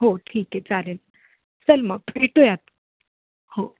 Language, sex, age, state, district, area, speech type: Marathi, female, 18-30, Maharashtra, Mumbai City, urban, conversation